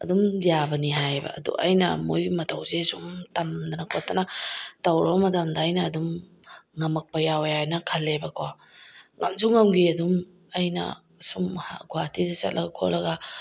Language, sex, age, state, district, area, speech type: Manipuri, female, 45-60, Manipur, Bishnupur, rural, spontaneous